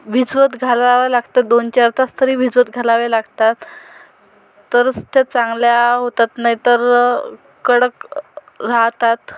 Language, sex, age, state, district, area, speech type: Marathi, female, 45-60, Maharashtra, Amravati, rural, spontaneous